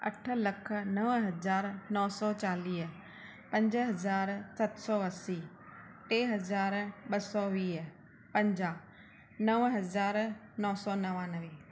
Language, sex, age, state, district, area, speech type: Sindhi, female, 45-60, Maharashtra, Thane, urban, spontaneous